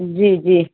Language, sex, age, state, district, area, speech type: Urdu, female, 30-45, Bihar, Gaya, urban, conversation